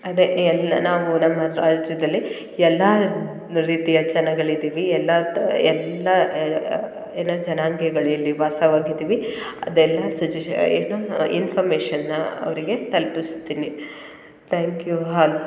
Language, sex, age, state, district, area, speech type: Kannada, female, 30-45, Karnataka, Hassan, urban, spontaneous